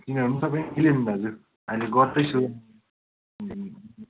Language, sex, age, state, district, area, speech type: Nepali, male, 18-30, West Bengal, Darjeeling, rural, conversation